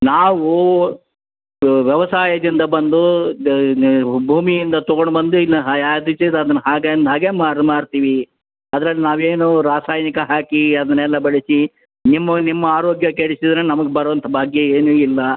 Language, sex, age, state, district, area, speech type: Kannada, male, 60+, Karnataka, Bellary, rural, conversation